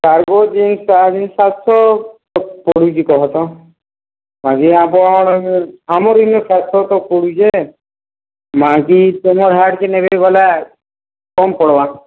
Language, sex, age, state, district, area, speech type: Odia, male, 45-60, Odisha, Nuapada, urban, conversation